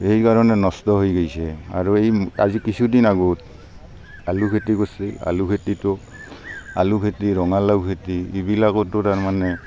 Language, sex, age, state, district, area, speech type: Assamese, male, 45-60, Assam, Barpeta, rural, spontaneous